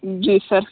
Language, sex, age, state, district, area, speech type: Hindi, male, 30-45, Uttar Pradesh, Sonbhadra, rural, conversation